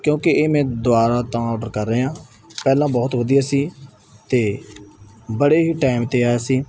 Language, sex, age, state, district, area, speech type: Punjabi, male, 18-30, Punjab, Mansa, rural, spontaneous